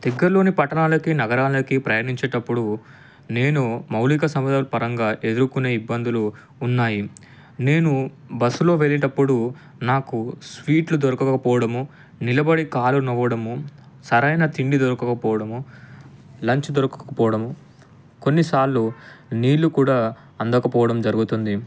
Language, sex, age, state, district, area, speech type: Telugu, male, 18-30, Telangana, Ranga Reddy, urban, spontaneous